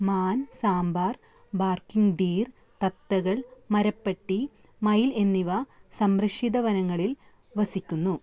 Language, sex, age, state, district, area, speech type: Malayalam, female, 30-45, Kerala, Kasaragod, rural, read